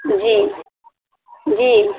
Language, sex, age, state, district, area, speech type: Urdu, female, 45-60, Bihar, Supaul, rural, conversation